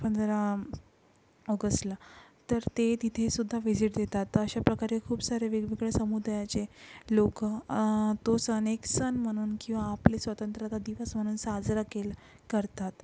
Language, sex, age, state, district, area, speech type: Marathi, female, 18-30, Maharashtra, Yavatmal, urban, spontaneous